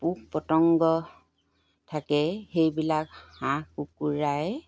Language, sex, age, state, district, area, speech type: Assamese, female, 45-60, Assam, Golaghat, rural, spontaneous